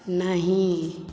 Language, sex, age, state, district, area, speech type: Maithili, female, 18-30, Bihar, Madhubani, rural, read